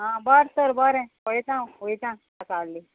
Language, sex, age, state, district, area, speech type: Goan Konkani, female, 60+, Goa, Murmgao, rural, conversation